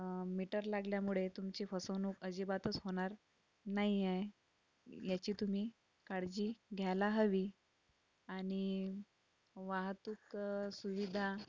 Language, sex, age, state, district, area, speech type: Marathi, female, 30-45, Maharashtra, Akola, urban, spontaneous